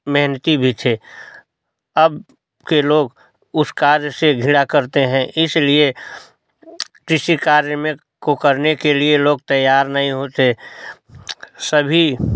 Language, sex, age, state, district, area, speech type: Hindi, male, 45-60, Uttar Pradesh, Prayagraj, rural, spontaneous